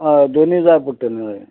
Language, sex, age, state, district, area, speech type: Goan Konkani, male, 45-60, Goa, Canacona, rural, conversation